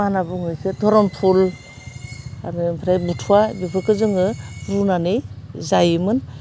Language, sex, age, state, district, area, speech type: Bodo, female, 60+, Assam, Udalguri, urban, spontaneous